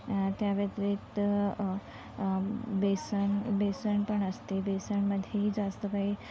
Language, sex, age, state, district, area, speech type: Marathi, female, 45-60, Maharashtra, Nagpur, rural, spontaneous